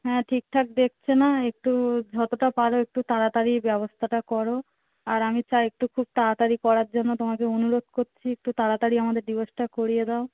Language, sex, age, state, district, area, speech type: Bengali, female, 30-45, West Bengal, Darjeeling, urban, conversation